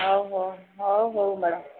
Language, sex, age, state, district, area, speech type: Odia, female, 45-60, Odisha, Sambalpur, rural, conversation